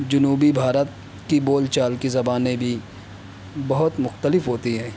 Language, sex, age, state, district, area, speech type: Urdu, male, 30-45, Maharashtra, Nashik, urban, spontaneous